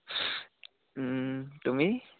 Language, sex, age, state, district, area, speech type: Assamese, male, 18-30, Assam, Dibrugarh, urban, conversation